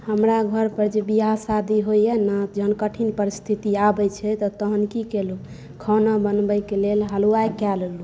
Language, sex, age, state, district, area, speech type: Maithili, female, 18-30, Bihar, Saharsa, rural, spontaneous